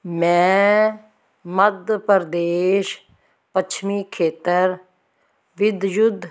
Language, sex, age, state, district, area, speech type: Punjabi, female, 60+, Punjab, Fazilka, rural, read